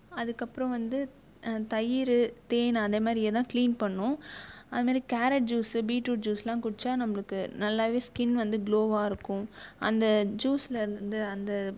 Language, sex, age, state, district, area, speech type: Tamil, female, 18-30, Tamil Nadu, Viluppuram, rural, spontaneous